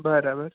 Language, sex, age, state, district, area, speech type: Gujarati, male, 18-30, Gujarat, Rajkot, urban, conversation